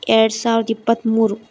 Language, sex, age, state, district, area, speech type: Kannada, female, 18-30, Karnataka, Tumkur, urban, spontaneous